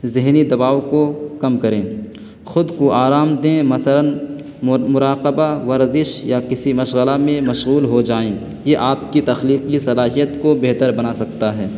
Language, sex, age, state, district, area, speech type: Urdu, male, 18-30, Uttar Pradesh, Balrampur, rural, spontaneous